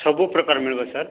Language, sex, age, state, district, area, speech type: Odia, male, 30-45, Odisha, Kalahandi, rural, conversation